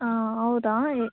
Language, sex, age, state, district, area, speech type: Kannada, female, 18-30, Karnataka, Chikkaballapur, rural, conversation